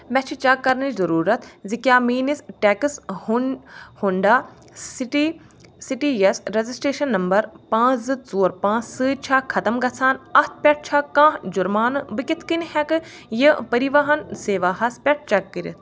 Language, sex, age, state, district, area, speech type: Kashmiri, female, 30-45, Jammu and Kashmir, Ganderbal, rural, read